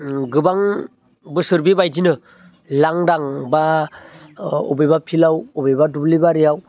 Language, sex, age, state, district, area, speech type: Bodo, male, 30-45, Assam, Baksa, urban, spontaneous